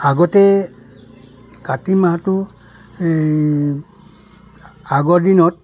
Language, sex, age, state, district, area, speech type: Assamese, male, 60+, Assam, Dibrugarh, rural, spontaneous